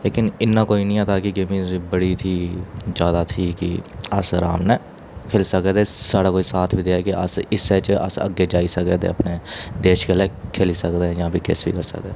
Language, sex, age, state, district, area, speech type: Dogri, male, 30-45, Jammu and Kashmir, Udhampur, urban, spontaneous